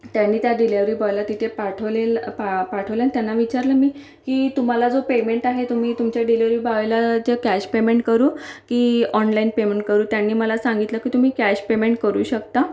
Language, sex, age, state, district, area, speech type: Marathi, female, 45-60, Maharashtra, Akola, urban, spontaneous